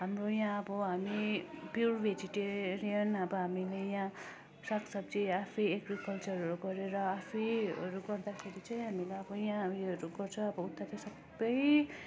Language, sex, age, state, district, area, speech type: Nepali, female, 18-30, West Bengal, Darjeeling, rural, spontaneous